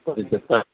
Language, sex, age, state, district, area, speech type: Telugu, male, 60+, Andhra Pradesh, Nandyal, urban, conversation